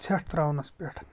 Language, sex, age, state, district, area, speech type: Kashmiri, male, 18-30, Jammu and Kashmir, Shopian, rural, spontaneous